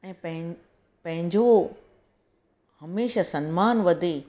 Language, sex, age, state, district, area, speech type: Sindhi, female, 45-60, Gujarat, Surat, urban, spontaneous